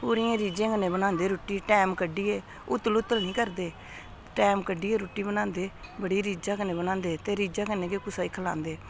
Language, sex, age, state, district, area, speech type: Dogri, female, 60+, Jammu and Kashmir, Samba, urban, spontaneous